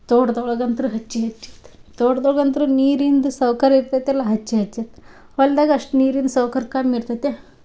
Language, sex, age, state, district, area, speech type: Kannada, female, 18-30, Karnataka, Dharwad, rural, spontaneous